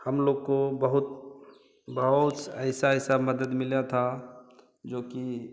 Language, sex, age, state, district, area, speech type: Hindi, male, 30-45, Bihar, Madhepura, rural, spontaneous